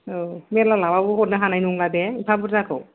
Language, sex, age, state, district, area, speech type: Bodo, female, 45-60, Assam, Kokrajhar, urban, conversation